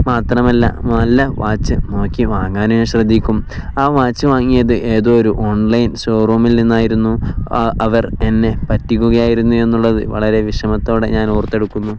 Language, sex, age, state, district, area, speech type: Malayalam, male, 18-30, Kerala, Kozhikode, rural, spontaneous